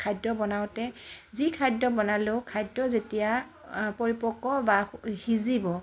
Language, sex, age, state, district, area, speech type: Assamese, female, 45-60, Assam, Charaideo, urban, spontaneous